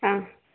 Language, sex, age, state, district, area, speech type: Kannada, female, 18-30, Karnataka, Chikkaballapur, rural, conversation